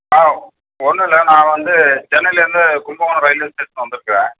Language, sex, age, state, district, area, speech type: Tamil, female, 30-45, Tamil Nadu, Tiruvarur, urban, conversation